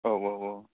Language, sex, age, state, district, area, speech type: Bodo, male, 18-30, Assam, Udalguri, rural, conversation